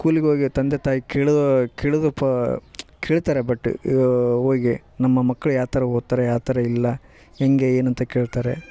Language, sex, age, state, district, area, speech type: Kannada, male, 30-45, Karnataka, Vijayanagara, rural, spontaneous